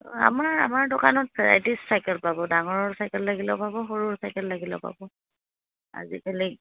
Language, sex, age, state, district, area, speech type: Assamese, female, 30-45, Assam, Darrang, rural, conversation